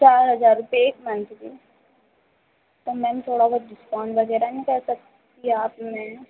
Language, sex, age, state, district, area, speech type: Hindi, female, 18-30, Madhya Pradesh, Harda, rural, conversation